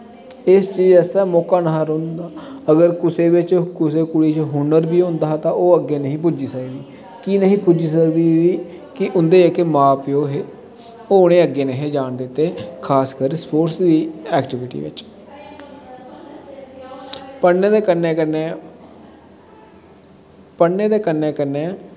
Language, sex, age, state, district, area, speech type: Dogri, male, 30-45, Jammu and Kashmir, Udhampur, rural, spontaneous